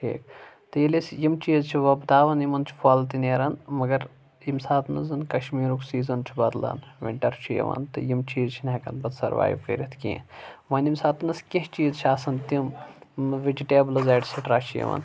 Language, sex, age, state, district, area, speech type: Kashmiri, male, 30-45, Jammu and Kashmir, Anantnag, rural, spontaneous